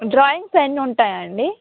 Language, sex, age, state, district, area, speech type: Telugu, female, 18-30, Andhra Pradesh, Nellore, rural, conversation